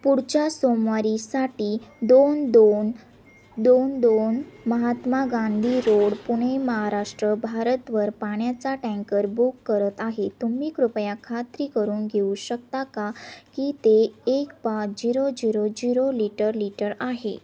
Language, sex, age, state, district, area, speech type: Marathi, female, 18-30, Maharashtra, Ahmednagar, rural, read